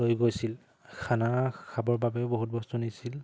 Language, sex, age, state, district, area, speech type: Assamese, male, 18-30, Assam, Sivasagar, urban, spontaneous